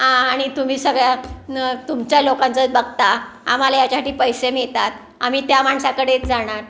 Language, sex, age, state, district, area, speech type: Marathi, female, 60+, Maharashtra, Pune, urban, spontaneous